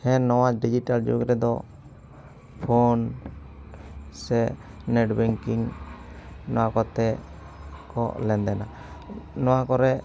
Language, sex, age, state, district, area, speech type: Santali, male, 18-30, West Bengal, Bankura, rural, spontaneous